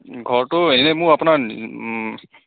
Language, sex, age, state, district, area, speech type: Assamese, male, 18-30, Assam, Kamrup Metropolitan, urban, conversation